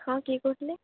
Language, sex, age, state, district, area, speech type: Odia, female, 18-30, Odisha, Jagatsinghpur, rural, conversation